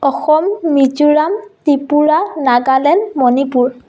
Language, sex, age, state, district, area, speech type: Assamese, female, 18-30, Assam, Biswanath, rural, spontaneous